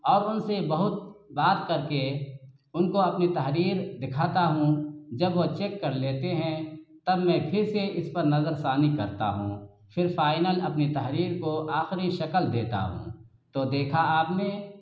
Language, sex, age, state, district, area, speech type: Urdu, male, 45-60, Bihar, Araria, rural, spontaneous